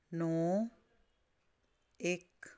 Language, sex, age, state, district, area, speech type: Punjabi, female, 30-45, Punjab, Fazilka, rural, read